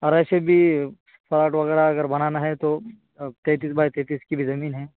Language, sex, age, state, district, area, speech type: Urdu, male, 18-30, Uttar Pradesh, Saharanpur, urban, conversation